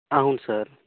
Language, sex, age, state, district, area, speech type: Telugu, male, 18-30, Andhra Pradesh, Nellore, rural, conversation